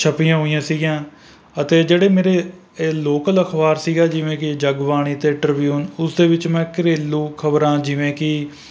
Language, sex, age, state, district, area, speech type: Punjabi, male, 30-45, Punjab, Rupnagar, rural, spontaneous